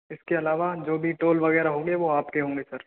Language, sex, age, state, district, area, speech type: Hindi, male, 60+, Rajasthan, Karauli, rural, conversation